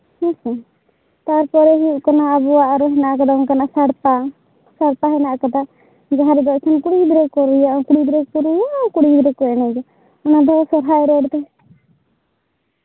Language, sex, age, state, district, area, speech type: Santali, female, 18-30, West Bengal, Bankura, rural, conversation